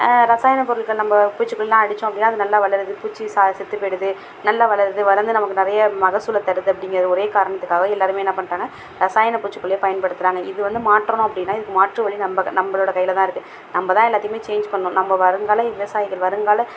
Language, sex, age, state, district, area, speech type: Tamil, female, 18-30, Tamil Nadu, Mayiladuthurai, rural, spontaneous